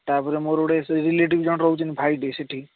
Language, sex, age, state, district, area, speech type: Odia, male, 18-30, Odisha, Ganjam, urban, conversation